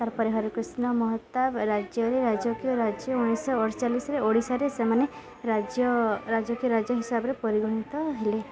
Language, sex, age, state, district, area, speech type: Odia, female, 18-30, Odisha, Subarnapur, urban, spontaneous